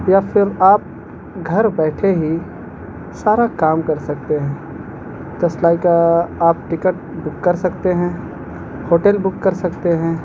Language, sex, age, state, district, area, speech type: Urdu, male, 18-30, Bihar, Gaya, urban, spontaneous